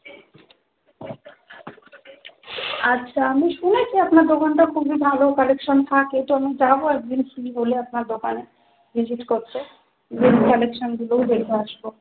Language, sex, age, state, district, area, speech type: Bengali, female, 18-30, West Bengal, Dakshin Dinajpur, urban, conversation